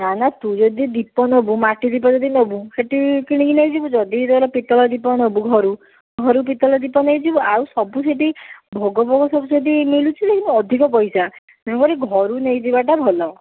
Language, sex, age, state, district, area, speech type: Odia, female, 60+, Odisha, Jajpur, rural, conversation